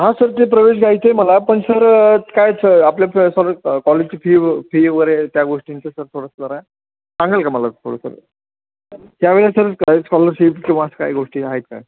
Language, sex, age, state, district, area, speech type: Marathi, male, 30-45, Maharashtra, Satara, urban, conversation